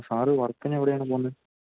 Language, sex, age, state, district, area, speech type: Malayalam, male, 18-30, Kerala, Idukki, rural, conversation